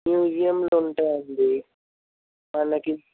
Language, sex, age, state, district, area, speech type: Telugu, male, 60+, Andhra Pradesh, N T Rama Rao, urban, conversation